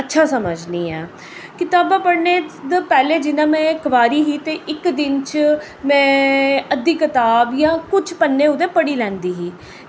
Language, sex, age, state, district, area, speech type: Dogri, female, 45-60, Jammu and Kashmir, Jammu, urban, spontaneous